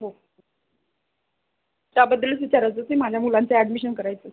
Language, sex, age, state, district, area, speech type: Marathi, female, 30-45, Maharashtra, Buldhana, rural, conversation